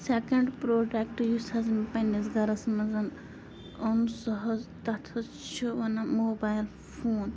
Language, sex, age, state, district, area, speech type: Kashmiri, female, 30-45, Jammu and Kashmir, Bandipora, rural, spontaneous